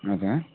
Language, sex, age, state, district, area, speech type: Nepali, male, 18-30, West Bengal, Kalimpong, rural, conversation